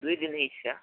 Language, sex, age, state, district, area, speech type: Odia, male, 18-30, Odisha, Nabarangpur, urban, conversation